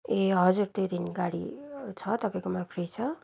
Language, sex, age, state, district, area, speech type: Nepali, female, 30-45, West Bengal, Darjeeling, rural, spontaneous